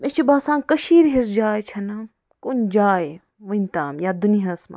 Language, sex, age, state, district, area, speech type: Kashmiri, female, 60+, Jammu and Kashmir, Ganderbal, rural, spontaneous